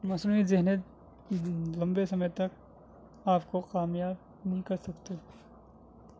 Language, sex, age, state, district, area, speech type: Urdu, male, 30-45, Delhi, South Delhi, urban, spontaneous